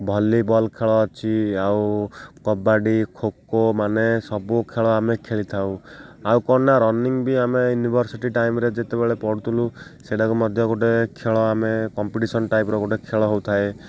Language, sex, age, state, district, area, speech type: Odia, male, 18-30, Odisha, Ganjam, urban, spontaneous